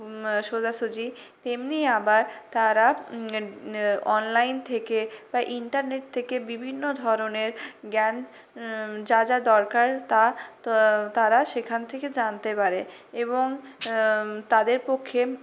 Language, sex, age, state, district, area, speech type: Bengali, female, 60+, West Bengal, Purulia, urban, spontaneous